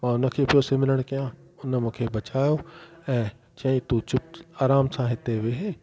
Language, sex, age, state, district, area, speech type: Sindhi, male, 45-60, Delhi, South Delhi, urban, spontaneous